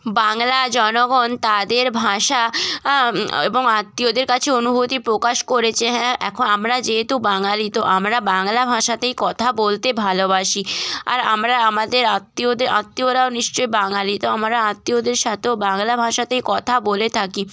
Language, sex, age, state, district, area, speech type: Bengali, female, 18-30, West Bengal, North 24 Parganas, rural, spontaneous